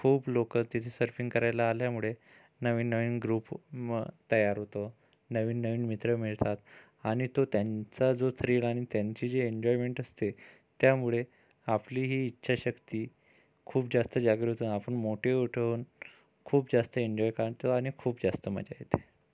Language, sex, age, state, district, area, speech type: Marathi, male, 45-60, Maharashtra, Amravati, urban, spontaneous